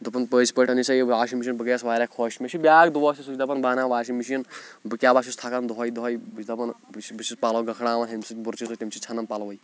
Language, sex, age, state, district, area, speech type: Kashmiri, male, 18-30, Jammu and Kashmir, Shopian, rural, spontaneous